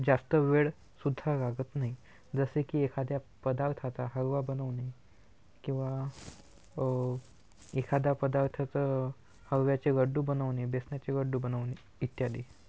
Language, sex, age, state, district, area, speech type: Marathi, male, 18-30, Maharashtra, Washim, urban, spontaneous